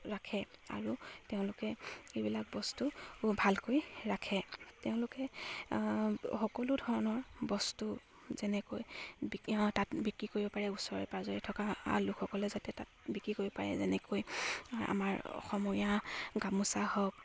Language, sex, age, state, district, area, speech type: Assamese, female, 18-30, Assam, Charaideo, rural, spontaneous